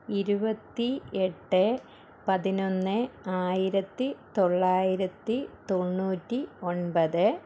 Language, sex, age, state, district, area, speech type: Malayalam, female, 30-45, Kerala, Thiruvananthapuram, rural, spontaneous